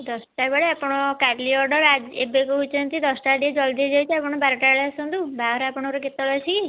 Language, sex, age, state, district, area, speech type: Odia, female, 18-30, Odisha, Kendujhar, urban, conversation